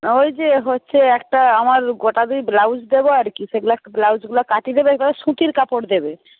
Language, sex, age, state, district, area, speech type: Bengali, female, 18-30, West Bengal, Jhargram, rural, conversation